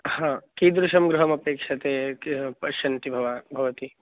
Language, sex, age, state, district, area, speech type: Sanskrit, male, 18-30, Maharashtra, Nagpur, urban, conversation